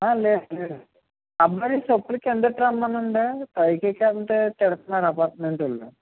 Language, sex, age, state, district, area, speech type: Telugu, male, 60+, Andhra Pradesh, East Godavari, rural, conversation